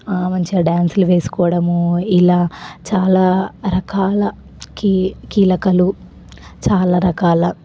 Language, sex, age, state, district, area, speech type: Telugu, female, 18-30, Telangana, Nalgonda, urban, spontaneous